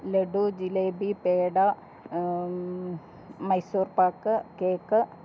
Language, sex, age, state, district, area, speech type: Malayalam, female, 45-60, Kerala, Alappuzha, rural, spontaneous